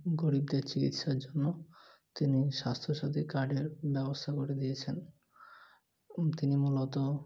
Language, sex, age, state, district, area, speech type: Bengali, male, 18-30, West Bengal, Murshidabad, urban, spontaneous